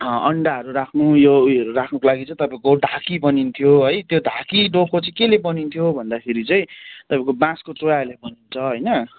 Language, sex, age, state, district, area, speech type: Nepali, male, 30-45, West Bengal, Darjeeling, rural, conversation